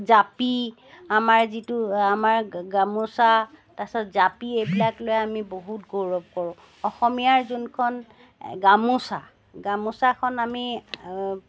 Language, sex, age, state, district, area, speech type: Assamese, female, 45-60, Assam, Charaideo, urban, spontaneous